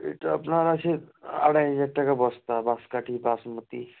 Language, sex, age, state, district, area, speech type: Bengali, male, 18-30, West Bengal, Murshidabad, urban, conversation